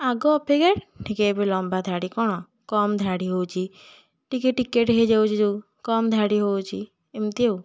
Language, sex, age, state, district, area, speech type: Odia, female, 18-30, Odisha, Puri, urban, spontaneous